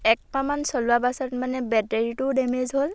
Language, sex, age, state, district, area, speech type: Assamese, female, 18-30, Assam, Dhemaji, rural, spontaneous